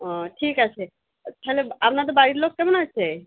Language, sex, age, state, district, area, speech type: Bengali, female, 45-60, West Bengal, Birbhum, urban, conversation